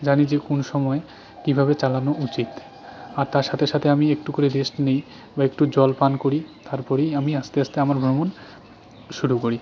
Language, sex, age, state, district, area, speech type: Bengali, male, 18-30, West Bengal, Jalpaiguri, rural, spontaneous